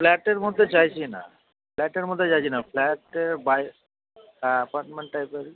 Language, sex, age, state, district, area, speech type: Bengali, male, 30-45, West Bengal, Purba Bardhaman, urban, conversation